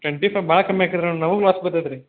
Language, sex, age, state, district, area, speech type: Kannada, male, 18-30, Karnataka, Belgaum, rural, conversation